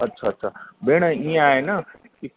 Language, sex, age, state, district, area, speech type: Sindhi, male, 30-45, Delhi, South Delhi, urban, conversation